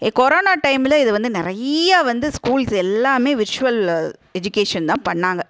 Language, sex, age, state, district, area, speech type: Tamil, female, 30-45, Tamil Nadu, Madurai, urban, spontaneous